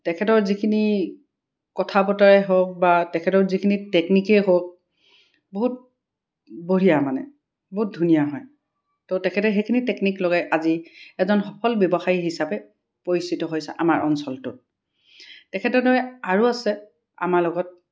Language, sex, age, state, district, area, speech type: Assamese, female, 30-45, Assam, Dibrugarh, urban, spontaneous